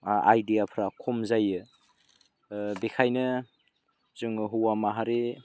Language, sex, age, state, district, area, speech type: Bodo, male, 18-30, Assam, Udalguri, rural, spontaneous